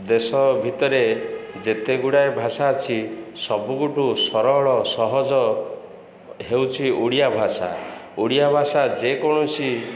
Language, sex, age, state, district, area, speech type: Odia, male, 45-60, Odisha, Ganjam, urban, spontaneous